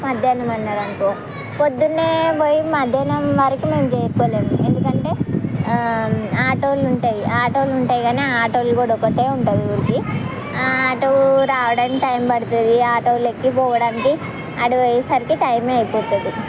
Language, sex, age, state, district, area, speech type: Telugu, female, 18-30, Telangana, Mahbubnagar, rural, spontaneous